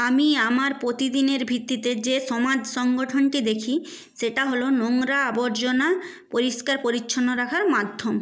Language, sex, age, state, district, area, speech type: Bengali, female, 30-45, West Bengal, Nadia, rural, spontaneous